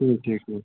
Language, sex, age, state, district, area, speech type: Kashmiri, male, 30-45, Jammu and Kashmir, Bandipora, rural, conversation